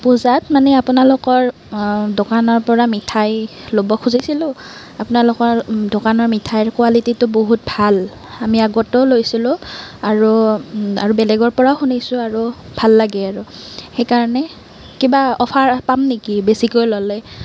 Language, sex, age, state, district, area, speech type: Assamese, female, 18-30, Assam, Nalbari, rural, spontaneous